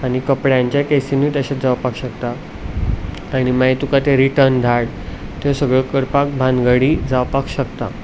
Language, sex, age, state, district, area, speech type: Goan Konkani, male, 18-30, Goa, Ponda, urban, spontaneous